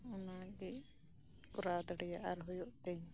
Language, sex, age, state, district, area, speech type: Santali, female, 18-30, West Bengal, Birbhum, rural, spontaneous